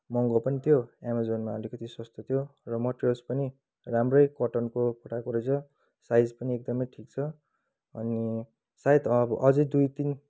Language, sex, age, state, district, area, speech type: Nepali, male, 30-45, West Bengal, Kalimpong, rural, spontaneous